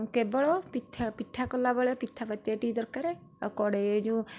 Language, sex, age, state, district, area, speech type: Odia, female, 30-45, Odisha, Cuttack, urban, spontaneous